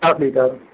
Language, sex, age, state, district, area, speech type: Hindi, male, 30-45, Uttar Pradesh, Mau, urban, conversation